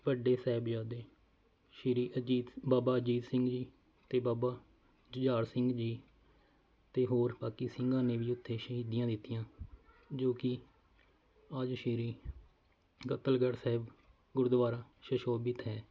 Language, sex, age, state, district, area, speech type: Punjabi, male, 30-45, Punjab, Faridkot, rural, spontaneous